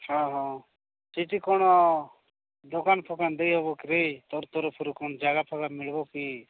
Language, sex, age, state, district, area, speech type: Odia, male, 45-60, Odisha, Nabarangpur, rural, conversation